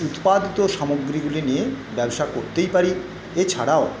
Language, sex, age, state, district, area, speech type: Bengali, male, 60+, West Bengal, Paschim Medinipur, rural, spontaneous